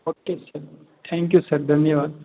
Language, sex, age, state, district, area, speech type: Hindi, male, 18-30, Rajasthan, Jodhpur, rural, conversation